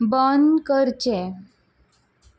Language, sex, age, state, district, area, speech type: Goan Konkani, female, 18-30, Goa, Quepem, rural, read